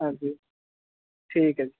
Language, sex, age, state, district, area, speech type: Punjabi, male, 18-30, Punjab, Rupnagar, urban, conversation